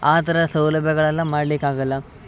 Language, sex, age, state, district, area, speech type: Kannada, male, 18-30, Karnataka, Uttara Kannada, rural, spontaneous